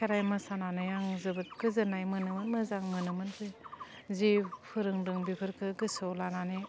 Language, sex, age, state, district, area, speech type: Bodo, female, 30-45, Assam, Udalguri, urban, spontaneous